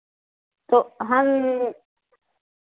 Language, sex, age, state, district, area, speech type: Hindi, female, 60+, Uttar Pradesh, Sitapur, rural, conversation